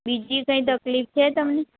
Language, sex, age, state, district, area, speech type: Gujarati, female, 18-30, Gujarat, Anand, rural, conversation